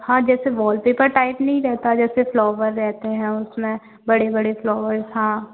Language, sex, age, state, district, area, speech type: Hindi, female, 18-30, Madhya Pradesh, Gwalior, rural, conversation